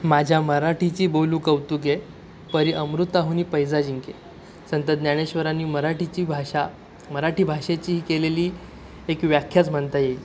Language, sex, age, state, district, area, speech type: Marathi, male, 18-30, Maharashtra, Sindhudurg, rural, spontaneous